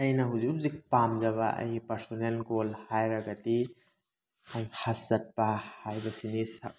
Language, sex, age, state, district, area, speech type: Manipuri, male, 30-45, Manipur, Thoubal, rural, spontaneous